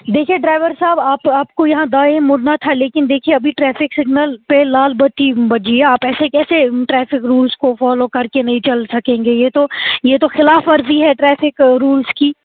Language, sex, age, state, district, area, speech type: Urdu, female, 18-30, Jammu and Kashmir, Srinagar, urban, conversation